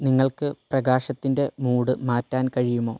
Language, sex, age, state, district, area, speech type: Malayalam, male, 18-30, Kerala, Kottayam, rural, read